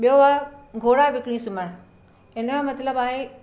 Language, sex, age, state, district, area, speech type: Sindhi, female, 60+, Maharashtra, Mumbai Suburban, urban, spontaneous